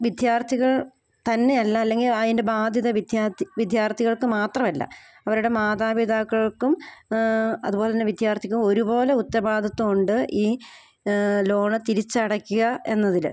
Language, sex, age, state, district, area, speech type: Malayalam, female, 30-45, Kerala, Idukki, rural, spontaneous